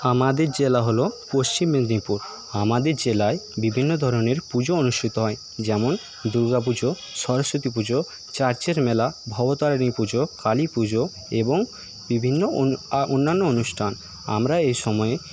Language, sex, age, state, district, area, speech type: Bengali, male, 60+, West Bengal, Paschim Medinipur, rural, spontaneous